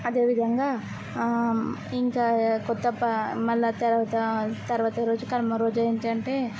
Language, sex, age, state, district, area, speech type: Telugu, female, 18-30, Andhra Pradesh, N T Rama Rao, urban, spontaneous